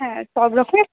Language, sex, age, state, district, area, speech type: Bengali, female, 18-30, West Bengal, Purba Bardhaman, rural, conversation